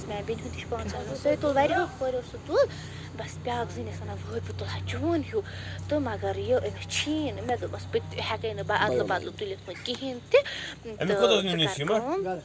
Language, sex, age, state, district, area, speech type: Kashmiri, female, 18-30, Jammu and Kashmir, Bandipora, rural, spontaneous